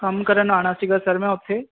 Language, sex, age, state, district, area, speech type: Punjabi, male, 18-30, Punjab, Firozpur, rural, conversation